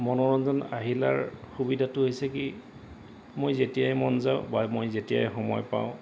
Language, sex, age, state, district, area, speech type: Assamese, male, 45-60, Assam, Goalpara, urban, spontaneous